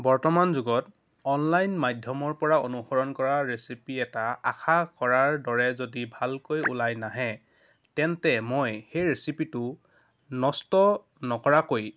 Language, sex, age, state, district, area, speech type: Assamese, male, 18-30, Assam, Lakhimpur, rural, spontaneous